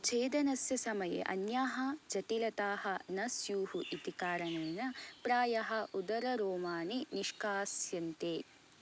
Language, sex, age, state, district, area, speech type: Sanskrit, female, 18-30, Karnataka, Belgaum, urban, read